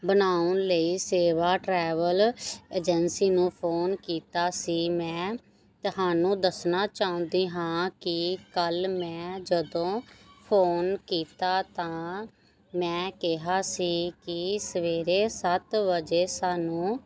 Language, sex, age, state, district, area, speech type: Punjabi, female, 30-45, Punjab, Pathankot, rural, spontaneous